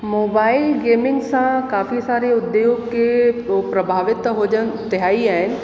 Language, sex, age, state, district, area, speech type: Sindhi, female, 30-45, Uttar Pradesh, Lucknow, urban, spontaneous